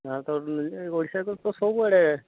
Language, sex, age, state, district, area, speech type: Odia, male, 18-30, Odisha, Subarnapur, urban, conversation